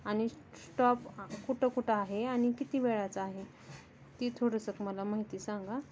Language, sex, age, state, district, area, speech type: Marathi, female, 30-45, Maharashtra, Osmanabad, rural, spontaneous